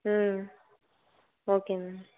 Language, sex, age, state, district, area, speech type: Tamil, female, 18-30, Tamil Nadu, Madurai, urban, conversation